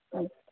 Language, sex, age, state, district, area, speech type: Kannada, female, 45-60, Karnataka, Dharwad, rural, conversation